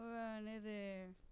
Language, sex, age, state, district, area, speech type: Tamil, female, 60+, Tamil Nadu, Namakkal, rural, spontaneous